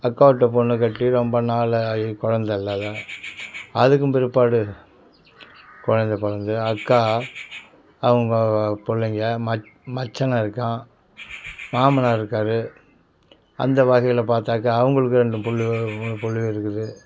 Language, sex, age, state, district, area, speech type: Tamil, male, 60+, Tamil Nadu, Kallakurichi, urban, spontaneous